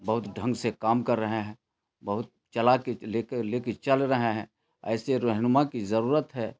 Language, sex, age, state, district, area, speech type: Urdu, male, 60+, Bihar, Khagaria, rural, spontaneous